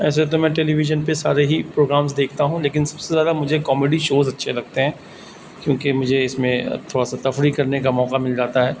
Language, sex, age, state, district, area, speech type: Urdu, male, 45-60, Delhi, South Delhi, urban, spontaneous